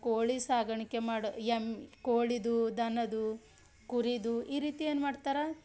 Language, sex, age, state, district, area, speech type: Kannada, female, 30-45, Karnataka, Bidar, rural, spontaneous